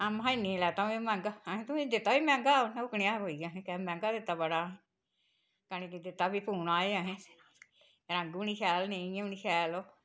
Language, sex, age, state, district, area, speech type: Dogri, female, 60+, Jammu and Kashmir, Reasi, rural, spontaneous